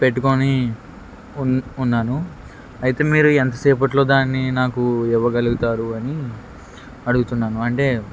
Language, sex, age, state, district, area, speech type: Telugu, male, 18-30, Andhra Pradesh, N T Rama Rao, rural, spontaneous